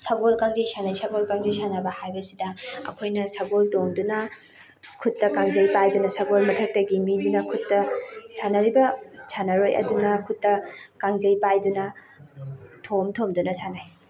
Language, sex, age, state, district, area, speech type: Manipuri, female, 30-45, Manipur, Thoubal, rural, spontaneous